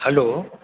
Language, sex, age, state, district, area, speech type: Maithili, male, 30-45, Bihar, Purnia, rural, conversation